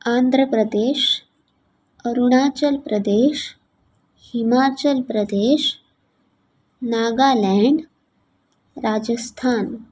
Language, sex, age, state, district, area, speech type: Marathi, female, 18-30, Maharashtra, Sindhudurg, rural, spontaneous